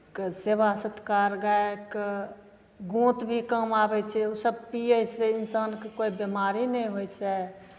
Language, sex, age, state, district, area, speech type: Maithili, female, 45-60, Bihar, Begusarai, rural, spontaneous